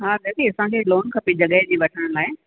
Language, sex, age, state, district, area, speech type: Sindhi, female, 45-60, Maharashtra, Thane, urban, conversation